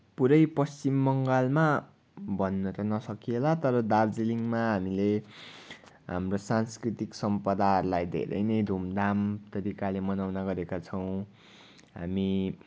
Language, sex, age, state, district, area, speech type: Nepali, male, 45-60, West Bengal, Darjeeling, rural, spontaneous